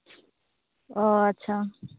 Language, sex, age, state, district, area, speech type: Santali, female, 18-30, West Bengal, Purba Bardhaman, rural, conversation